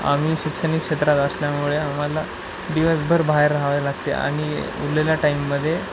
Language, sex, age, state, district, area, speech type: Marathi, male, 18-30, Maharashtra, Nanded, urban, spontaneous